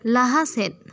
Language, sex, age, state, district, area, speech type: Santali, female, 30-45, West Bengal, Birbhum, rural, read